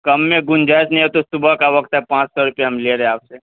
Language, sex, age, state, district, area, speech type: Urdu, male, 30-45, Delhi, Central Delhi, urban, conversation